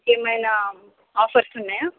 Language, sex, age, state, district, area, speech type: Telugu, female, 30-45, Telangana, Adilabad, rural, conversation